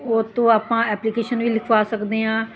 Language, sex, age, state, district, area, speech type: Punjabi, female, 60+, Punjab, Ludhiana, rural, spontaneous